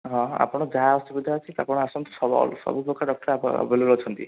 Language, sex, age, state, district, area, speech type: Odia, male, 18-30, Odisha, Puri, urban, conversation